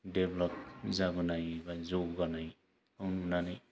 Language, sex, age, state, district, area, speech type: Bodo, male, 30-45, Assam, Kokrajhar, rural, spontaneous